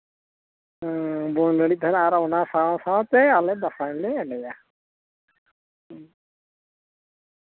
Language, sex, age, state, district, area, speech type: Santali, male, 60+, West Bengal, Purulia, rural, conversation